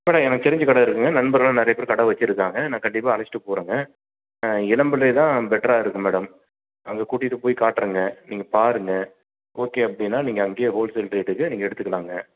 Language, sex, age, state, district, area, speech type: Tamil, male, 30-45, Tamil Nadu, Salem, rural, conversation